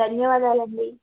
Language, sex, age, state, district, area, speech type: Telugu, female, 30-45, Telangana, Khammam, urban, conversation